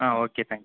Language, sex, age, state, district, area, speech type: Tamil, male, 18-30, Tamil Nadu, Sivaganga, rural, conversation